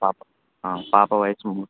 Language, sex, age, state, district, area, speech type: Telugu, male, 18-30, Telangana, Wanaparthy, urban, conversation